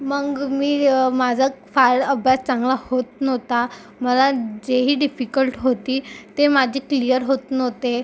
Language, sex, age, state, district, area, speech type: Marathi, female, 18-30, Maharashtra, Amravati, urban, spontaneous